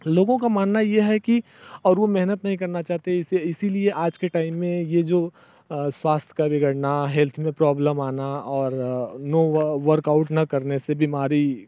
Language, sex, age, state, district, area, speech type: Hindi, male, 30-45, Uttar Pradesh, Mirzapur, rural, spontaneous